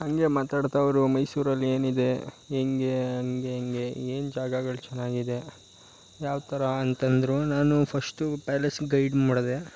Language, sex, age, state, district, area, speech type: Kannada, male, 18-30, Karnataka, Mysore, rural, spontaneous